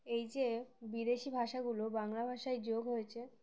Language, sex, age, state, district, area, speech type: Bengali, female, 18-30, West Bengal, Uttar Dinajpur, urban, spontaneous